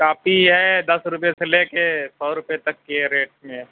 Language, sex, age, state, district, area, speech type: Urdu, male, 30-45, Uttar Pradesh, Mau, urban, conversation